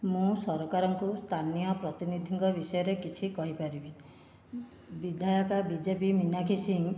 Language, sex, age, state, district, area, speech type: Odia, female, 45-60, Odisha, Khordha, rural, spontaneous